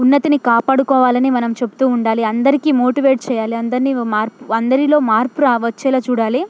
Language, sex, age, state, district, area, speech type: Telugu, female, 18-30, Telangana, Hyderabad, rural, spontaneous